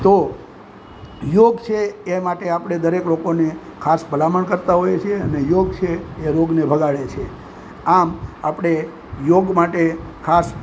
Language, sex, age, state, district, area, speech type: Gujarati, male, 60+, Gujarat, Junagadh, urban, spontaneous